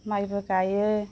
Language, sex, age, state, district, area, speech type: Bodo, female, 18-30, Assam, Kokrajhar, urban, spontaneous